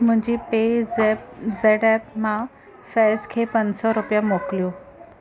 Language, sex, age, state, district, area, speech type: Sindhi, female, 30-45, Maharashtra, Thane, urban, read